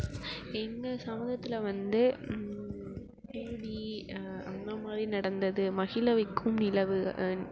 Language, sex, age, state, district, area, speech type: Tamil, female, 18-30, Tamil Nadu, Perambalur, rural, spontaneous